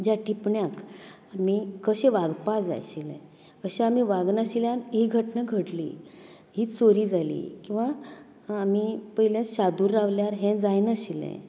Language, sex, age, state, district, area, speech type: Goan Konkani, female, 60+, Goa, Canacona, rural, spontaneous